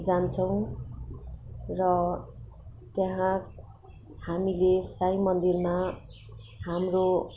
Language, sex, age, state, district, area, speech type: Nepali, female, 30-45, West Bengal, Darjeeling, rural, spontaneous